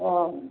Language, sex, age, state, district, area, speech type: Hindi, male, 45-60, Uttar Pradesh, Azamgarh, rural, conversation